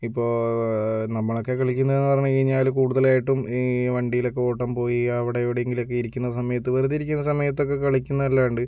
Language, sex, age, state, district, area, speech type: Malayalam, male, 18-30, Kerala, Kozhikode, urban, spontaneous